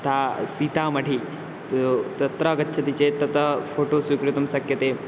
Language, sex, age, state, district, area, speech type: Sanskrit, male, 18-30, Bihar, Madhubani, rural, spontaneous